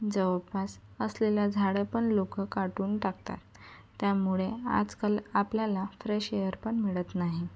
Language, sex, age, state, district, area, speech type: Marathi, female, 18-30, Maharashtra, Nagpur, urban, spontaneous